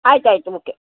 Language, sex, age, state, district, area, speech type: Kannada, female, 60+, Karnataka, Uttara Kannada, rural, conversation